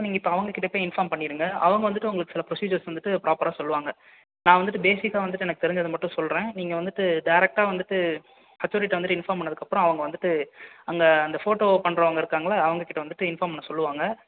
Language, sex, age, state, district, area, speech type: Tamil, male, 18-30, Tamil Nadu, Salem, urban, conversation